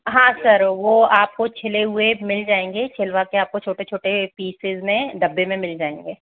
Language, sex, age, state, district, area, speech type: Hindi, female, 30-45, Rajasthan, Jaipur, urban, conversation